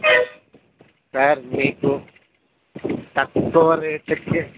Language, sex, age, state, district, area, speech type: Telugu, male, 30-45, Telangana, Karimnagar, rural, conversation